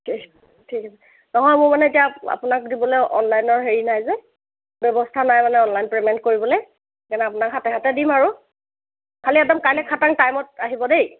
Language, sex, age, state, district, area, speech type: Assamese, female, 45-60, Assam, Golaghat, urban, conversation